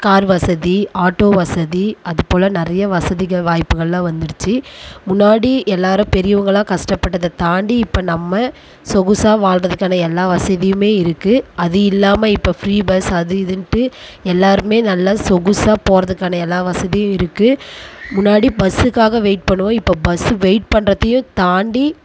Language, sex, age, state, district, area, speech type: Tamil, female, 30-45, Tamil Nadu, Tiruvannamalai, rural, spontaneous